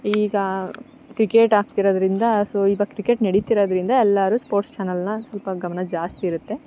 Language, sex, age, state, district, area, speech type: Kannada, female, 18-30, Karnataka, Chikkamagaluru, rural, spontaneous